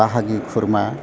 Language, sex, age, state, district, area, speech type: Bodo, male, 45-60, Assam, Chirang, urban, spontaneous